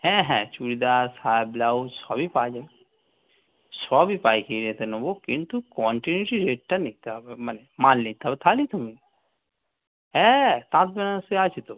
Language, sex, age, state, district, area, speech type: Bengali, male, 45-60, West Bengal, North 24 Parganas, urban, conversation